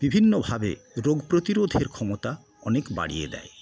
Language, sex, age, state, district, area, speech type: Bengali, male, 60+, West Bengal, Paschim Medinipur, rural, spontaneous